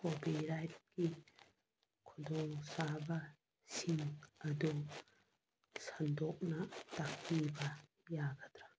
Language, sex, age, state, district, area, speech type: Manipuri, female, 45-60, Manipur, Churachandpur, urban, read